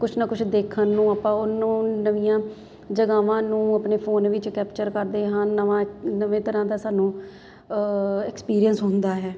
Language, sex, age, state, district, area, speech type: Punjabi, female, 30-45, Punjab, Ludhiana, urban, spontaneous